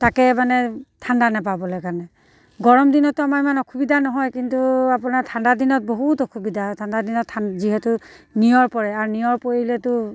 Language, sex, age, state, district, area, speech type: Assamese, female, 45-60, Assam, Dibrugarh, urban, spontaneous